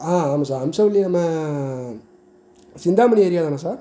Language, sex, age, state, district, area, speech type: Tamil, male, 30-45, Tamil Nadu, Madurai, rural, spontaneous